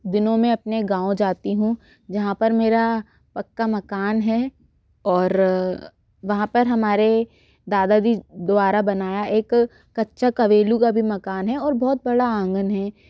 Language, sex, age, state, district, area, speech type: Hindi, female, 18-30, Madhya Pradesh, Bhopal, urban, spontaneous